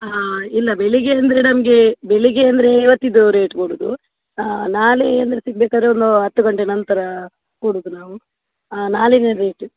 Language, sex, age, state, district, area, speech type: Kannada, female, 30-45, Karnataka, Dakshina Kannada, rural, conversation